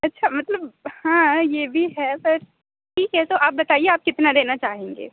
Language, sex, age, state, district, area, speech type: Hindi, female, 18-30, Madhya Pradesh, Seoni, urban, conversation